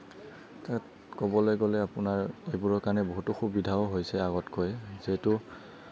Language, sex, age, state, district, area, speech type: Assamese, male, 18-30, Assam, Kamrup Metropolitan, rural, spontaneous